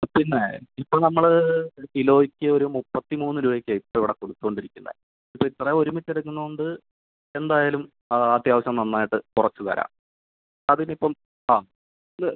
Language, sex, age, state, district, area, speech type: Malayalam, male, 30-45, Kerala, Kottayam, rural, conversation